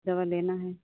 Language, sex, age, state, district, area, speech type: Hindi, female, 30-45, Uttar Pradesh, Pratapgarh, rural, conversation